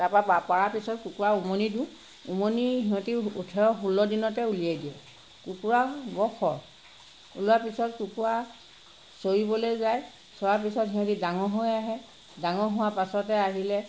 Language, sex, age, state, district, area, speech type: Assamese, female, 45-60, Assam, Sivasagar, rural, spontaneous